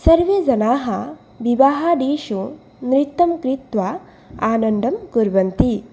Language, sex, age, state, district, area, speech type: Sanskrit, female, 18-30, Assam, Nalbari, rural, spontaneous